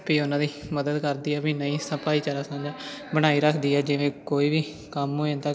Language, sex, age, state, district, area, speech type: Punjabi, male, 18-30, Punjab, Amritsar, urban, spontaneous